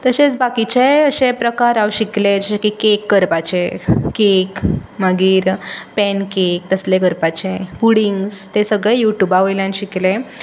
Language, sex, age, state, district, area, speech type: Goan Konkani, female, 18-30, Goa, Tiswadi, rural, spontaneous